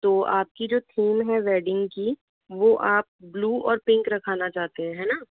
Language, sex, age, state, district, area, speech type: Hindi, female, 30-45, Rajasthan, Jaipur, urban, conversation